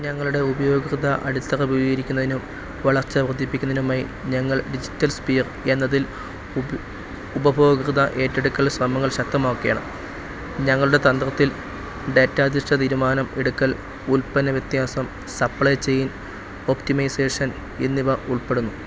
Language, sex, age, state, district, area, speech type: Malayalam, male, 30-45, Kerala, Idukki, rural, read